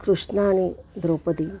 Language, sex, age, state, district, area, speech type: Marathi, female, 60+, Maharashtra, Pune, urban, spontaneous